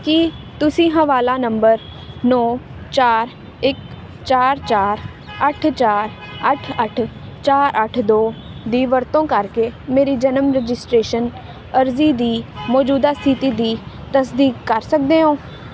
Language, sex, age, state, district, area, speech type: Punjabi, female, 18-30, Punjab, Ludhiana, rural, read